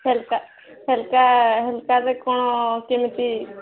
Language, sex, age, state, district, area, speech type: Odia, female, 30-45, Odisha, Sambalpur, rural, conversation